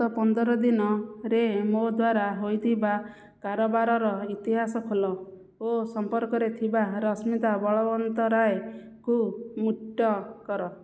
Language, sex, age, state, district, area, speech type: Odia, female, 45-60, Odisha, Jajpur, rural, read